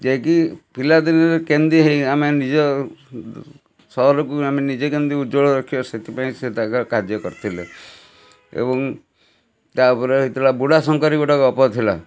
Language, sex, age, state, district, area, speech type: Odia, male, 45-60, Odisha, Cuttack, urban, spontaneous